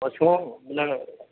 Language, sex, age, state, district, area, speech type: Odia, male, 45-60, Odisha, Nuapada, urban, conversation